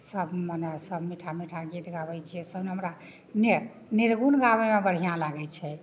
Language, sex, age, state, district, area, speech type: Maithili, female, 60+, Bihar, Madhepura, rural, spontaneous